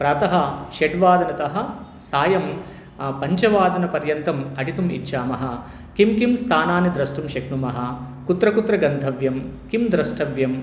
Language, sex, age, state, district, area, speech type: Sanskrit, male, 30-45, Telangana, Medchal, urban, spontaneous